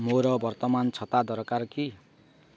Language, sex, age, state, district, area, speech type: Odia, male, 18-30, Odisha, Balangir, urban, read